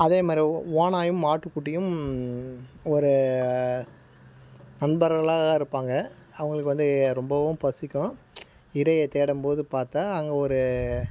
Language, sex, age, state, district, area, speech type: Tamil, male, 45-60, Tamil Nadu, Tiruvannamalai, rural, spontaneous